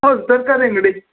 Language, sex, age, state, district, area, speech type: Kannada, male, 30-45, Karnataka, Uttara Kannada, rural, conversation